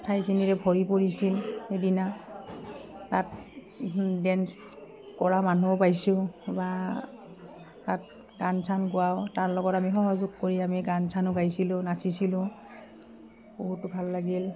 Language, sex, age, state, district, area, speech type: Assamese, female, 45-60, Assam, Udalguri, rural, spontaneous